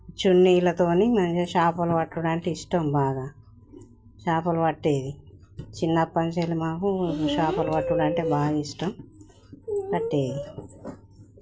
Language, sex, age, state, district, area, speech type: Telugu, female, 45-60, Telangana, Jagtial, rural, spontaneous